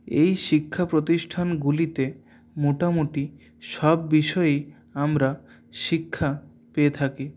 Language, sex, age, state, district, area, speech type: Bengali, male, 30-45, West Bengal, Purulia, urban, spontaneous